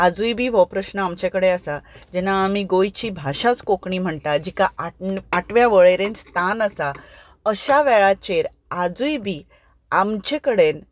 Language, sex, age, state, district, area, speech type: Goan Konkani, female, 30-45, Goa, Ponda, rural, spontaneous